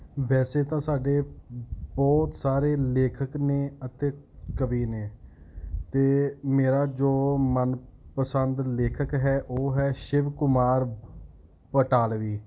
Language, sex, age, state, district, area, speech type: Punjabi, male, 30-45, Punjab, Gurdaspur, rural, spontaneous